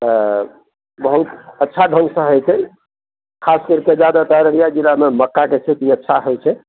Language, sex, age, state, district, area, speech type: Maithili, male, 45-60, Bihar, Araria, rural, conversation